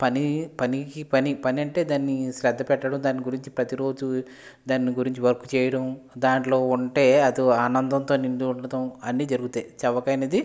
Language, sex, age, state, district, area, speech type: Telugu, male, 30-45, Andhra Pradesh, West Godavari, rural, spontaneous